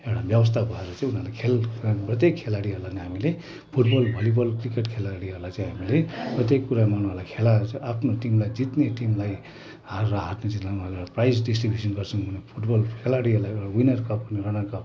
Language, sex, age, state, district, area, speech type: Nepali, male, 60+, West Bengal, Kalimpong, rural, spontaneous